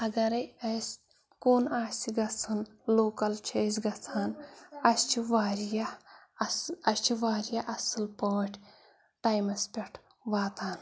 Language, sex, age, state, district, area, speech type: Kashmiri, female, 30-45, Jammu and Kashmir, Pulwama, rural, spontaneous